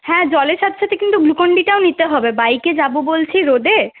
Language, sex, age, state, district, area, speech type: Bengali, female, 30-45, West Bengal, Purulia, urban, conversation